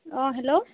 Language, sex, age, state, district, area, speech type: Assamese, female, 18-30, Assam, Sivasagar, rural, conversation